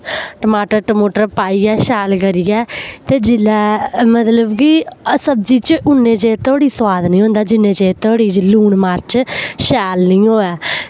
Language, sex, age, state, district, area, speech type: Dogri, female, 18-30, Jammu and Kashmir, Samba, rural, spontaneous